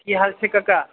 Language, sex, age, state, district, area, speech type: Maithili, male, 30-45, Bihar, Purnia, urban, conversation